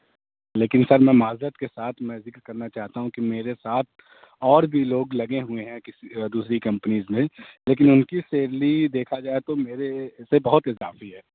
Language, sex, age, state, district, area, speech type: Urdu, male, 18-30, Uttar Pradesh, Azamgarh, urban, conversation